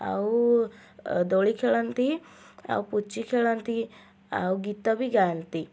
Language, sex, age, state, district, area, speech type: Odia, female, 18-30, Odisha, Cuttack, urban, spontaneous